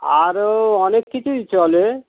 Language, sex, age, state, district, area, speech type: Bengali, male, 45-60, West Bengal, Dakshin Dinajpur, rural, conversation